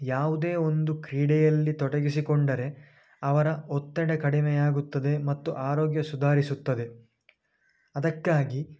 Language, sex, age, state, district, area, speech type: Kannada, male, 18-30, Karnataka, Dakshina Kannada, urban, spontaneous